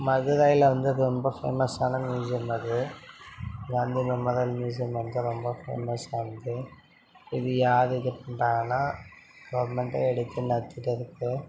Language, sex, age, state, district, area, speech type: Tamil, male, 45-60, Tamil Nadu, Mayiladuthurai, urban, spontaneous